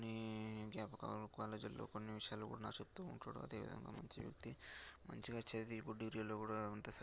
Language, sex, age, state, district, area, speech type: Telugu, male, 18-30, Andhra Pradesh, Sri Balaji, rural, spontaneous